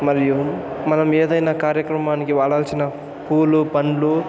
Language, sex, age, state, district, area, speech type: Telugu, male, 18-30, Andhra Pradesh, Chittoor, rural, spontaneous